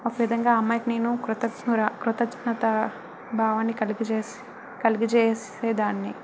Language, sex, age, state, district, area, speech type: Telugu, female, 45-60, Andhra Pradesh, Vizianagaram, rural, spontaneous